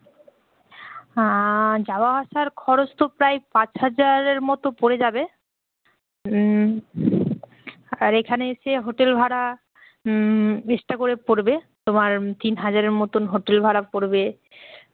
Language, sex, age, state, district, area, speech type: Bengali, female, 18-30, West Bengal, Malda, urban, conversation